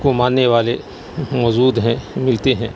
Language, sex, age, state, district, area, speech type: Urdu, male, 45-60, Bihar, Saharsa, rural, spontaneous